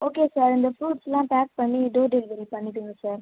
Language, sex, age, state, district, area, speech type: Tamil, female, 30-45, Tamil Nadu, Viluppuram, rural, conversation